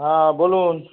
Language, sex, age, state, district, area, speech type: Bengali, male, 30-45, West Bengal, Darjeeling, rural, conversation